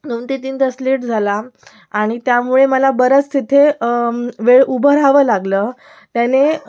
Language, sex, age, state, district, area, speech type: Marathi, female, 18-30, Maharashtra, Sindhudurg, urban, spontaneous